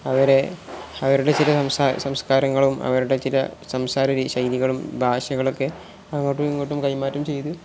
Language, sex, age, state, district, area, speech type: Malayalam, male, 18-30, Kerala, Malappuram, rural, spontaneous